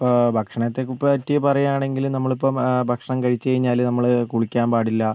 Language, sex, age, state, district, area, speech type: Malayalam, male, 45-60, Kerala, Wayanad, rural, spontaneous